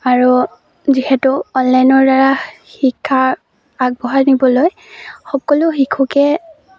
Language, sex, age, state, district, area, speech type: Assamese, female, 18-30, Assam, Lakhimpur, rural, spontaneous